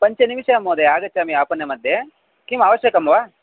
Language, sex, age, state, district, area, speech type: Sanskrit, male, 30-45, Karnataka, Vijayapura, urban, conversation